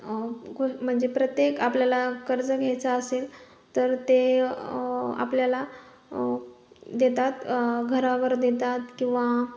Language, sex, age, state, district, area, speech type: Marathi, female, 18-30, Maharashtra, Hingoli, urban, spontaneous